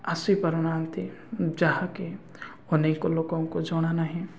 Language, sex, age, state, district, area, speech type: Odia, male, 18-30, Odisha, Nabarangpur, urban, spontaneous